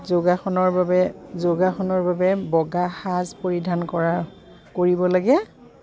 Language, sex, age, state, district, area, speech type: Assamese, female, 45-60, Assam, Goalpara, urban, spontaneous